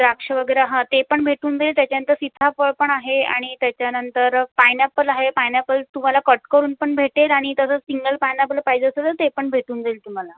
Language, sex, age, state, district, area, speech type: Marathi, female, 18-30, Maharashtra, Amravati, urban, conversation